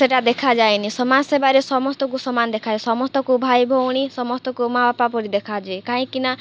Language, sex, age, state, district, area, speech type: Odia, female, 18-30, Odisha, Kalahandi, rural, spontaneous